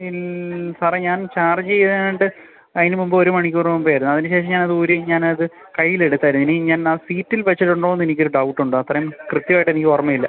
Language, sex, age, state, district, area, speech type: Malayalam, male, 30-45, Kerala, Alappuzha, rural, conversation